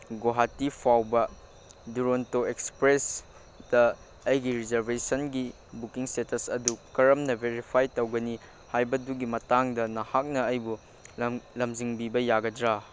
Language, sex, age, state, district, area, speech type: Manipuri, male, 18-30, Manipur, Chandel, rural, read